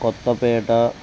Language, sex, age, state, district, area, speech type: Telugu, male, 30-45, Andhra Pradesh, Bapatla, rural, spontaneous